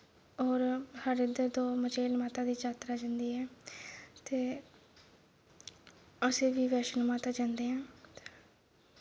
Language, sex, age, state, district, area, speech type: Dogri, female, 18-30, Jammu and Kashmir, Kathua, rural, spontaneous